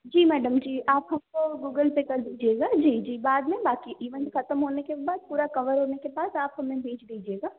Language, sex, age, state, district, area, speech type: Hindi, female, 18-30, Madhya Pradesh, Seoni, urban, conversation